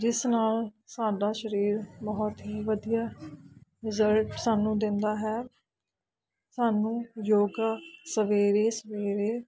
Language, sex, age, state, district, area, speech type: Punjabi, female, 30-45, Punjab, Ludhiana, urban, spontaneous